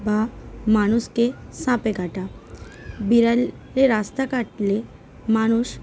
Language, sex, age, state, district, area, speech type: Bengali, female, 18-30, West Bengal, Howrah, urban, spontaneous